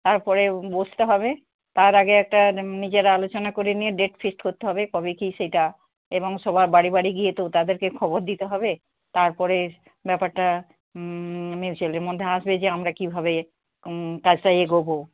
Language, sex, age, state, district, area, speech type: Bengali, female, 45-60, West Bengal, Darjeeling, urban, conversation